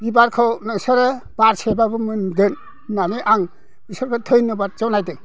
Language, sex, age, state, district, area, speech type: Bodo, male, 60+, Assam, Udalguri, rural, spontaneous